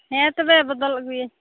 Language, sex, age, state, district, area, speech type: Santali, female, 18-30, Jharkhand, Pakur, rural, conversation